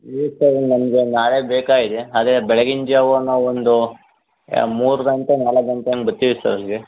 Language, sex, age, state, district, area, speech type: Kannada, male, 45-60, Karnataka, Chikkaballapur, urban, conversation